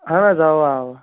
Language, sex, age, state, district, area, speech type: Kashmiri, male, 30-45, Jammu and Kashmir, Shopian, rural, conversation